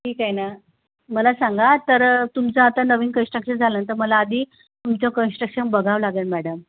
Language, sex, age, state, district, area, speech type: Marathi, female, 30-45, Maharashtra, Nagpur, urban, conversation